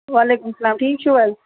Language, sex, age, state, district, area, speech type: Kashmiri, female, 18-30, Jammu and Kashmir, Budgam, rural, conversation